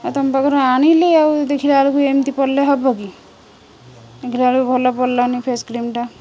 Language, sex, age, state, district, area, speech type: Odia, female, 30-45, Odisha, Jagatsinghpur, rural, spontaneous